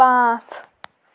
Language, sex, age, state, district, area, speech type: Kashmiri, female, 18-30, Jammu and Kashmir, Anantnag, rural, read